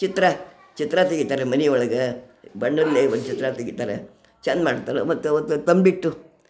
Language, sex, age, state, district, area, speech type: Kannada, female, 60+, Karnataka, Gadag, rural, spontaneous